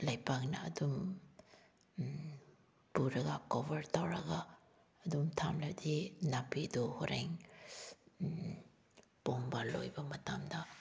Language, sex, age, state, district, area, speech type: Manipuri, female, 30-45, Manipur, Senapati, rural, spontaneous